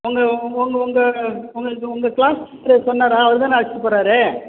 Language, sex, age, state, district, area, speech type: Tamil, male, 45-60, Tamil Nadu, Cuddalore, urban, conversation